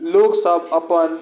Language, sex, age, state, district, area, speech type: Maithili, male, 18-30, Bihar, Sitamarhi, urban, spontaneous